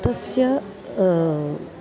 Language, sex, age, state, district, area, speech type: Sanskrit, female, 45-60, Maharashtra, Nagpur, urban, spontaneous